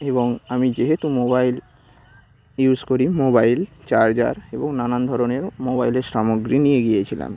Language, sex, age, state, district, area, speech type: Bengali, male, 30-45, West Bengal, Nadia, rural, spontaneous